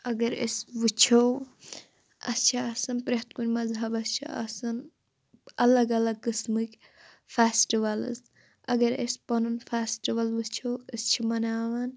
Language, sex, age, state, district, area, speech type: Kashmiri, female, 18-30, Jammu and Kashmir, Shopian, rural, spontaneous